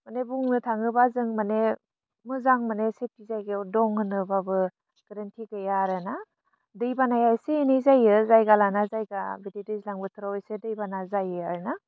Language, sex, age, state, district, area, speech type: Bodo, female, 30-45, Assam, Udalguri, urban, spontaneous